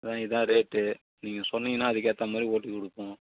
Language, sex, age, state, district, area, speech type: Tamil, male, 30-45, Tamil Nadu, Chengalpattu, rural, conversation